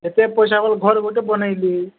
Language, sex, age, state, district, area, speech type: Odia, male, 45-60, Odisha, Nabarangpur, rural, conversation